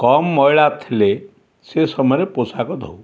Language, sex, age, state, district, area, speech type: Odia, male, 60+, Odisha, Ganjam, urban, spontaneous